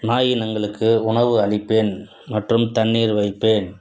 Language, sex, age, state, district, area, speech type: Tamil, male, 60+, Tamil Nadu, Tiruchirappalli, rural, spontaneous